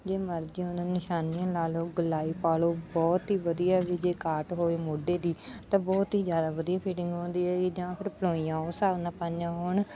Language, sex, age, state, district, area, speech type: Punjabi, female, 30-45, Punjab, Bathinda, rural, spontaneous